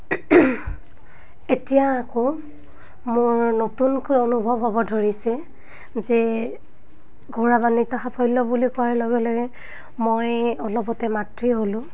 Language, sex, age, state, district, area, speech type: Assamese, female, 30-45, Assam, Nalbari, rural, spontaneous